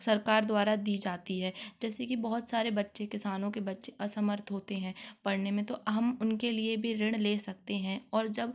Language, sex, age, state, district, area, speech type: Hindi, female, 18-30, Madhya Pradesh, Gwalior, urban, spontaneous